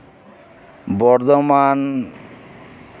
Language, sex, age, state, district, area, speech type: Santali, male, 45-60, West Bengal, Birbhum, rural, spontaneous